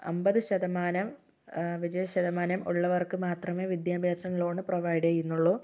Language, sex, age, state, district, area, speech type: Malayalam, female, 18-30, Kerala, Kozhikode, urban, spontaneous